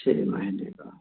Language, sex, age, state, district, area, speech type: Hindi, male, 60+, Bihar, Samastipur, urban, conversation